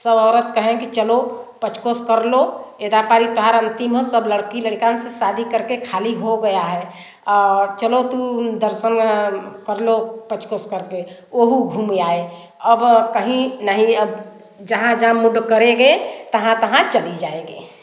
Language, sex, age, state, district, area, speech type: Hindi, female, 60+, Uttar Pradesh, Varanasi, rural, spontaneous